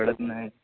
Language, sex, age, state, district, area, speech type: Marathi, male, 18-30, Maharashtra, Ratnagiri, rural, conversation